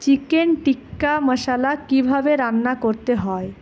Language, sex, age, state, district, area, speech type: Bengali, female, 18-30, West Bengal, Malda, rural, read